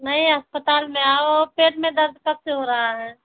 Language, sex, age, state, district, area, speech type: Hindi, female, 45-60, Uttar Pradesh, Ayodhya, rural, conversation